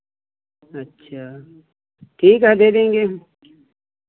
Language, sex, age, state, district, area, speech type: Hindi, male, 45-60, Uttar Pradesh, Lucknow, urban, conversation